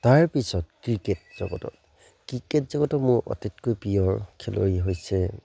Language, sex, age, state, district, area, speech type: Assamese, male, 30-45, Assam, Charaideo, rural, spontaneous